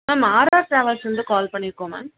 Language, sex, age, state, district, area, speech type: Tamil, female, 30-45, Tamil Nadu, Tiruvallur, rural, conversation